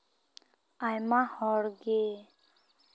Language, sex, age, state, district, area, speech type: Santali, female, 18-30, West Bengal, Purba Bardhaman, rural, spontaneous